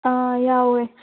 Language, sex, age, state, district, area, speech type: Manipuri, female, 18-30, Manipur, Churachandpur, urban, conversation